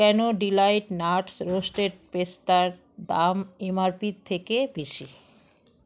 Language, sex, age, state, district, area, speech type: Bengali, female, 45-60, West Bengal, Alipurduar, rural, read